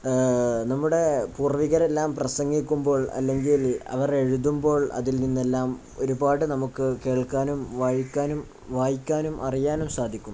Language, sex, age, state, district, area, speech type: Malayalam, male, 18-30, Kerala, Kozhikode, rural, spontaneous